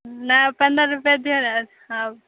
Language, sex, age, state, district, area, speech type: Maithili, female, 45-60, Bihar, Saharsa, rural, conversation